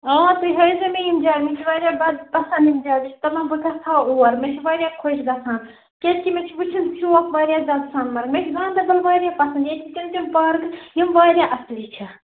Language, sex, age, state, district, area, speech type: Kashmiri, female, 30-45, Jammu and Kashmir, Ganderbal, rural, conversation